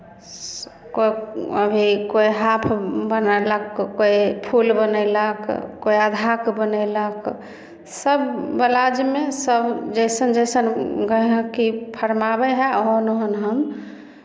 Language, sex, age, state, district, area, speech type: Maithili, female, 30-45, Bihar, Samastipur, urban, spontaneous